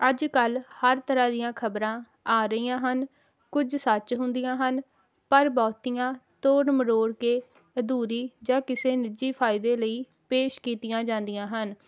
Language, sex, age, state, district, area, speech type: Punjabi, female, 18-30, Punjab, Hoshiarpur, rural, spontaneous